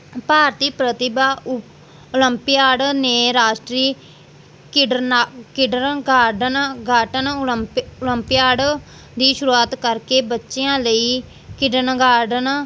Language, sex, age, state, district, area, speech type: Punjabi, female, 18-30, Punjab, Mansa, rural, spontaneous